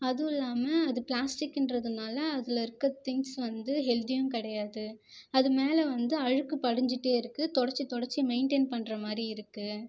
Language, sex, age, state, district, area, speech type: Tamil, female, 18-30, Tamil Nadu, Viluppuram, urban, spontaneous